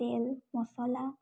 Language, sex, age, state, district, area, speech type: Assamese, female, 18-30, Assam, Tinsukia, rural, spontaneous